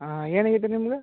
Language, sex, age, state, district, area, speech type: Kannada, male, 30-45, Karnataka, Gadag, rural, conversation